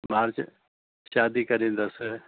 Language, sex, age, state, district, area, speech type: Sindhi, male, 60+, Gujarat, Junagadh, rural, conversation